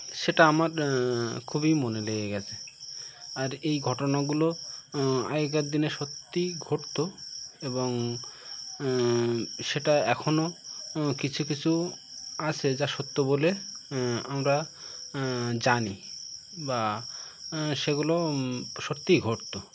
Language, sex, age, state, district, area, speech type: Bengali, male, 30-45, West Bengal, Birbhum, urban, spontaneous